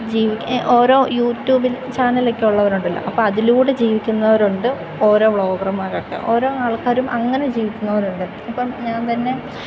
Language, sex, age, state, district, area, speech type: Malayalam, female, 18-30, Kerala, Kottayam, rural, spontaneous